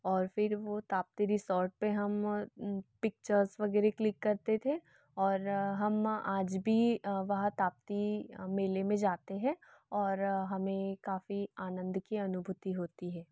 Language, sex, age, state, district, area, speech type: Hindi, female, 18-30, Madhya Pradesh, Betul, rural, spontaneous